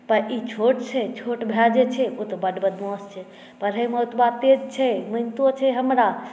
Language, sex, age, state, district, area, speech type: Maithili, female, 18-30, Bihar, Saharsa, urban, spontaneous